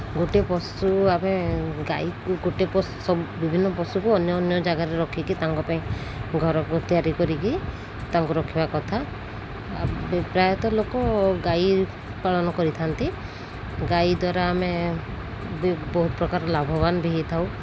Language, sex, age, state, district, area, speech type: Odia, female, 30-45, Odisha, Sundergarh, urban, spontaneous